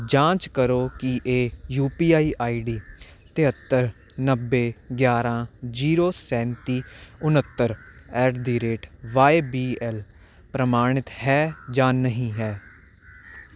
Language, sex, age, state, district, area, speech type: Punjabi, male, 18-30, Punjab, Hoshiarpur, urban, read